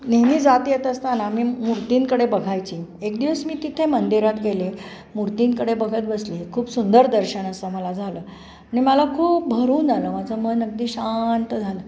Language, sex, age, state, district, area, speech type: Marathi, female, 60+, Maharashtra, Pune, urban, spontaneous